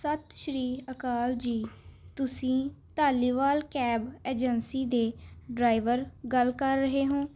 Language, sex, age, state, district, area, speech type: Punjabi, female, 18-30, Punjab, Mohali, urban, spontaneous